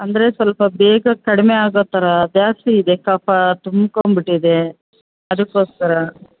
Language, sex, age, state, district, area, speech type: Kannada, female, 30-45, Karnataka, Bellary, rural, conversation